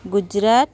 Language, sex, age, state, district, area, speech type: Odia, female, 45-60, Odisha, Sundergarh, rural, spontaneous